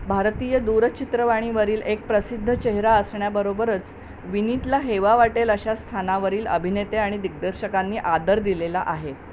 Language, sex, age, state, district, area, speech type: Marathi, female, 60+, Maharashtra, Mumbai Suburban, urban, read